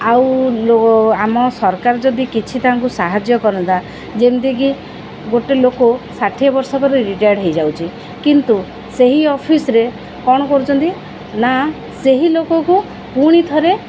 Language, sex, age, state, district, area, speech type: Odia, female, 45-60, Odisha, Sundergarh, urban, spontaneous